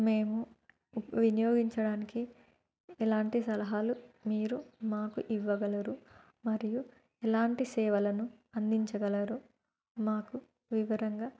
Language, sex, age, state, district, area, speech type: Telugu, female, 30-45, Telangana, Warangal, urban, spontaneous